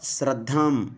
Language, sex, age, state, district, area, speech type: Sanskrit, male, 30-45, Telangana, Narayanpet, urban, spontaneous